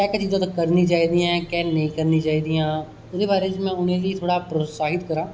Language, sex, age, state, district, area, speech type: Dogri, male, 30-45, Jammu and Kashmir, Kathua, rural, spontaneous